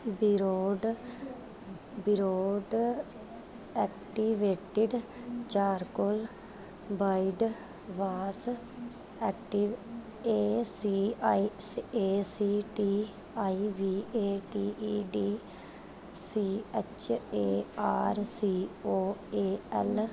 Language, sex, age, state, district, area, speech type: Punjabi, female, 30-45, Punjab, Gurdaspur, urban, read